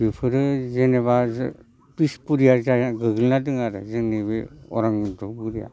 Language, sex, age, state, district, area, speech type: Bodo, male, 60+, Assam, Udalguri, rural, spontaneous